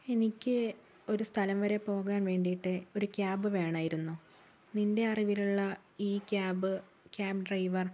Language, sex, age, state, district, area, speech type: Malayalam, female, 60+, Kerala, Wayanad, rural, spontaneous